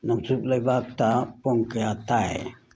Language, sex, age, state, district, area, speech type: Manipuri, male, 60+, Manipur, Churachandpur, urban, read